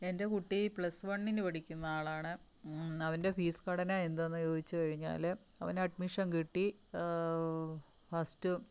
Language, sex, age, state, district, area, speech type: Malayalam, female, 45-60, Kerala, Palakkad, rural, spontaneous